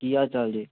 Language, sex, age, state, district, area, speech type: Punjabi, male, 30-45, Punjab, Amritsar, urban, conversation